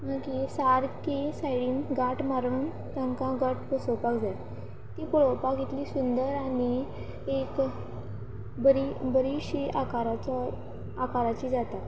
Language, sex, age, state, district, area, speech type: Goan Konkani, female, 18-30, Goa, Quepem, rural, spontaneous